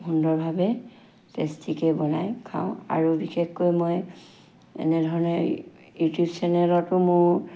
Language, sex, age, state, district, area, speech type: Assamese, female, 60+, Assam, Charaideo, rural, spontaneous